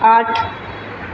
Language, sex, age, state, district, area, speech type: Hindi, female, 18-30, Madhya Pradesh, Seoni, urban, read